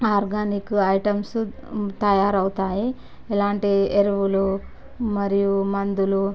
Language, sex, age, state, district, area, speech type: Telugu, female, 30-45, Andhra Pradesh, Visakhapatnam, urban, spontaneous